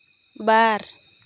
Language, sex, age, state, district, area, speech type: Santali, female, 18-30, West Bengal, Purulia, rural, read